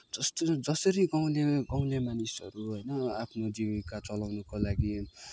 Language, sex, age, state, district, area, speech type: Nepali, male, 18-30, West Bengal, Kalimpong, rural, spontaneous